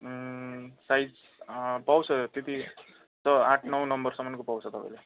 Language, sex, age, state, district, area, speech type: Nepali, male, 30-45, West Bengal, Jalpaiguri, rural, conversation